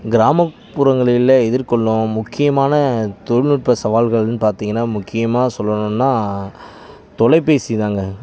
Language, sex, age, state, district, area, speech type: Tamil, male, 30-45, Tamil Nadu, Kallakurichi, rural, spontaneous